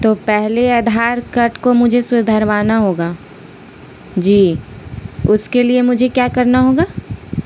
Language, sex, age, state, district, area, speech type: Urdu, female, 30-45, Bihar, Gaya, urban, spontaneous